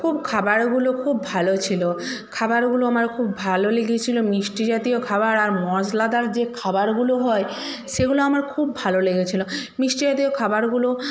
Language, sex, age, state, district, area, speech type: Bengali, female, 45-60, West Bengal, Jhargram, rural, spontaneous